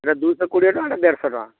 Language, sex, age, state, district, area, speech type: Odia, male, 45-60, Odisha, Balasore, rural, conversation